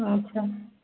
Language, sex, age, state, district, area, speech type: Sindhi, female, 30-45, Gujarat, Kutch, rural, conversation